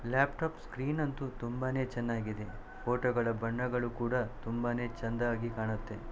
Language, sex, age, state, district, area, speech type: Kannada, male, 18-30, Karnataka, Shimoga, rural, spontaneous